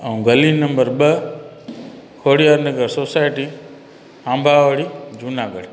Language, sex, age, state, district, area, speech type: Sindhi, male, 45-60, Gujarat, Junagadh, urban, spontaneous